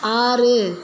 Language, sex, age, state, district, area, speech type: Tamil, female, 18-30, Tamil Nadu, Pudukkottai, rural, read